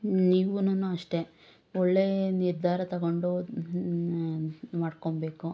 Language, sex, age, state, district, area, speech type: Kannada, female, 30-45, Karnataka, Bangalore Urban, rural, spontaneous